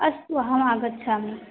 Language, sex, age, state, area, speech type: Sanskrit, female, 18-30, Assam, rural, conversation